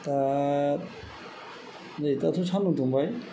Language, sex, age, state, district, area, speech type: Bodo, male, 60+, Assam, Kokrajhar, rural, spontaneous